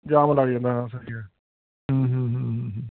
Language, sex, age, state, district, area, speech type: Punjabi, male, 30-45, Punjab, Fatehgarh Sahib, rural, conversation